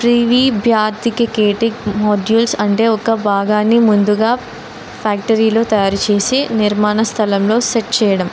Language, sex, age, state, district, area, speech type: Telugu, female, 18-30, Telangana, Jayashankar, urban, spontaneous